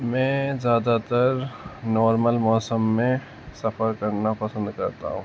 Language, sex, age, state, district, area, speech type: Urdu, male, 45-60, Uttar Pradesh, Muzaffarnagar, urban, spontaneous